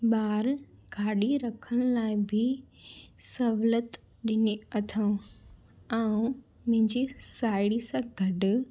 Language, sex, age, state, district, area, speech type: Sindhi, female, 18-30, Gujarat, Junagadh, urban, spontaneous